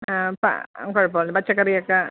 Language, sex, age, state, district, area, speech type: Malayalam, female, 45-60, Kerala, Alappuzha, rural, conversation